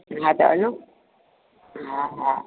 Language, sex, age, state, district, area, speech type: Sindhi, female, 45-60, Gujarat, Junagadh, urban, conversation